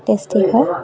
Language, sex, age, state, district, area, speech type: Assamese, female, 45-60, Assam, Charaideo, urban, spontaneous